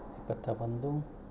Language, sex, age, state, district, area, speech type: Kannada, male, 30-45, Karnataka, Udupi, rural, spontaneous